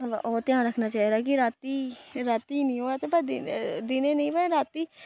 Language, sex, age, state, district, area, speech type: Dogri, female, 18-30, Jammu and Kashmir, Samba, rural, spontaneous